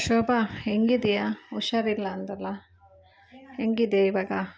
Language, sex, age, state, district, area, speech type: Kannada, female, 30-45, Karnataka, Bangalore Urban, urban, spontaneous